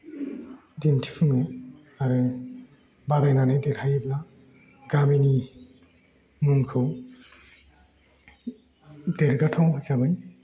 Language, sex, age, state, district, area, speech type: Bodo, male, 18-30, Assam, Udalguri, rural, spontaneous